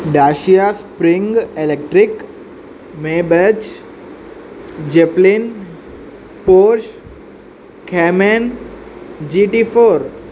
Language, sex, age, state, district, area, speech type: Telugu, male, 18-30, Andhra Pradesh, Sri Satya Sai, urban, spontaneous